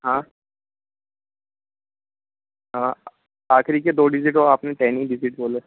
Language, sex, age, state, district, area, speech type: Hindi, male, 18-30, Madhya Pradesh, Harda, urban, conversation